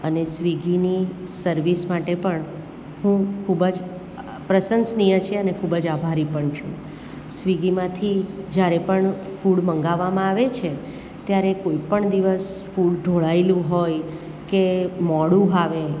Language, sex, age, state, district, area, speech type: Gujarati, female, 45-60, Gujarat, Surat, urban, spontaneous